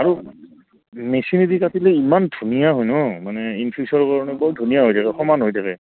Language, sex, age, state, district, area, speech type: Assamese, male, 30-45, Assam, Goalpara, urban, conversation